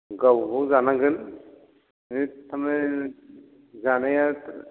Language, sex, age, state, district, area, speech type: Bodo, male, 45-60, Assam, Chirang, rural, conversation